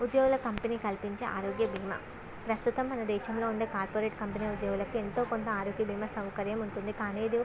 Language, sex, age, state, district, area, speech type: Telugu, female, 18-30, Andhra Pradesh, Visakhapatnam, urban, spontaneous